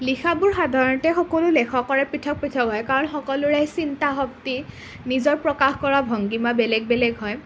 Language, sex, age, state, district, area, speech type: Assamese, other, 18-30, Assam, Nalbari, rural, spontaneous